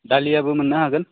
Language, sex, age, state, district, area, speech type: Bodo, male, 30-45, Assam, Udalguri, rural, conversation